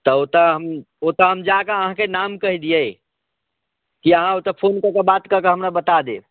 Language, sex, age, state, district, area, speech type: Maithili, male, 30-45, Bihar, Muzaffarpur, rural, conversation